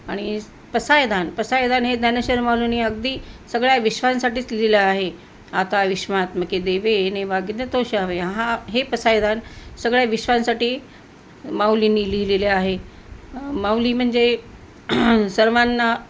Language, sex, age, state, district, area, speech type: Marathi, female, 60+, Maharashtra, Nanded, urban, spontaneous